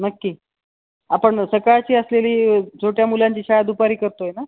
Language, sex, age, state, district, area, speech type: Marathi, female, 45-60, Maharashtra, Nanded, rural, conversation